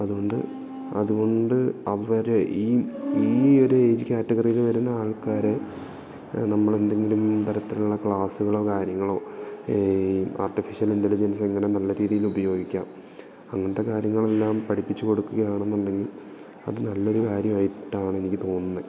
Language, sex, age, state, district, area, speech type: Malayalam, male, 18-30, Kerala, Idukki, rural, spontaneous